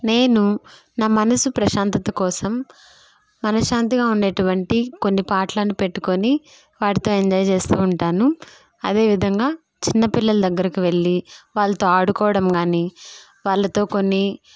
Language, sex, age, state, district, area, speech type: Telugu, female, 18-30, Andhra Pradesh, Kadapa, rural, spontaneous